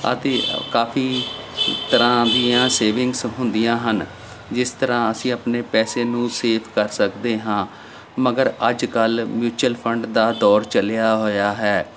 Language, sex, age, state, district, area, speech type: Punjabi, male, 45-60, Punjab, Jalandhar, urban, spontaneous